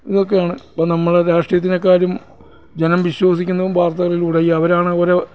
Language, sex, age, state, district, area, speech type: Malayalam, male, 45-60, Kerala, Alappuzha, urban, spontaneous